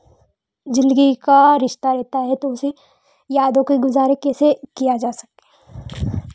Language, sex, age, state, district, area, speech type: Hindi, female, 18-30, Madhya Pradesh, Ujjain, urban, spontaneous